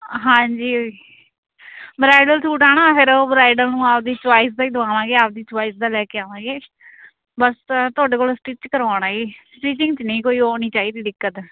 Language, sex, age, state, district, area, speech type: Punjabi, female, 30-45, Punjab, Muktsar, urban, conversation